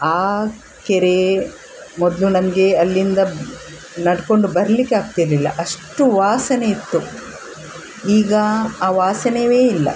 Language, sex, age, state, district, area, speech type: Kannada, female, 60+, Karnataka, Udupi, rural, spontaneous